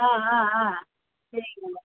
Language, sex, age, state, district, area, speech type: Tamil, female, 60+, Tamil Nadu, Salem, rural, conversation